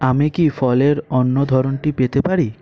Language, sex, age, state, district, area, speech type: Bengali, male, 18-30, West Bengal, Kolkata, urban, read